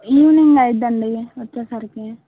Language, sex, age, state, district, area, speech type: Telugu, female, 18-30, Andhra Pradesh, Guntur, urban, conversation